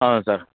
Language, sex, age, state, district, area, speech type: Kannada, male, 45-60, Karnataka, Bellary, rural, conversation